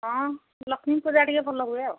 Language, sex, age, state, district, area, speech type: Odia, female, 45-60, Odisha, Angul, rural, conversation